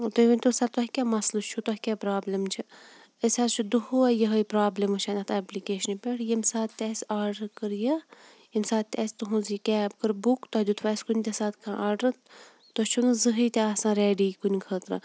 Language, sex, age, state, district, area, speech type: Kashmiri, female, 18-30, Jammu and Kashmir, Shopian, urban, spontaneous